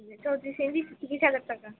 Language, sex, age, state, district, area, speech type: Bengali, female, 60+, West Bengal, Purba Bardhaman, rural, conversation